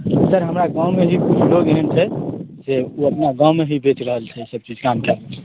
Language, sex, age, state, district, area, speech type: Maithili, male, 30-45, Bihar, Supaul, rural, conversation